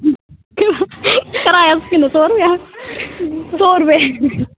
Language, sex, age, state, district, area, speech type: Dogri, female, 18-30, Jammu and Kashmir, Jammu, rural, conversation